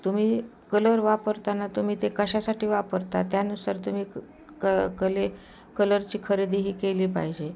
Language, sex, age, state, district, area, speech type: Marathi, female, 60+, Maharashtra, Osmanabad, rural, spontaneous